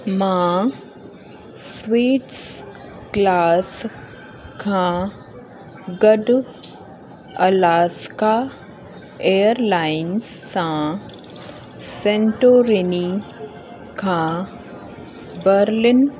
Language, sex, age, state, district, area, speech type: Sindhi, female, 45-60, Uttar Pradesh, Lucknow, urban, read